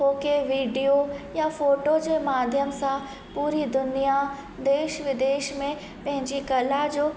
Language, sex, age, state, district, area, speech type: Sindhi, female, 18-30, Madhya Pradesh, Katni, urban, spontaneous